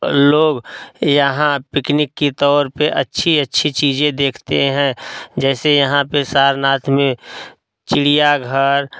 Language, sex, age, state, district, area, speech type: Hindi, male, 45-60, Uttar Pradesh, Prayagraj, rural, spontaneous